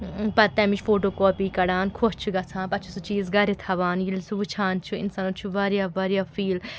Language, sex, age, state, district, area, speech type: Kashmiri, female, 45-60, Jammu and Kashmir, Srinagar, urban, spontaneous